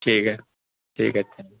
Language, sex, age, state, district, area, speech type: Urdu, male, 18-30, Bihar, Purnia, rural, conversation